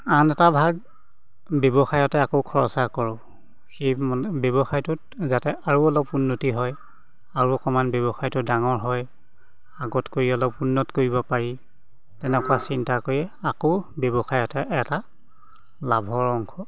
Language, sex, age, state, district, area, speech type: Assamese, male, 45-60, Assam, Golaghat, urban, spontaneous